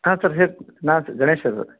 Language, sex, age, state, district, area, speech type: Kannada, male, 30-45, Karnataka, Gadag, rural, conversation